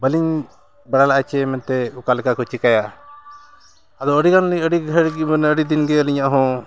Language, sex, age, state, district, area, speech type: Santali, male, 45-60, Jharkhand, Bokaro, rural, spontaneous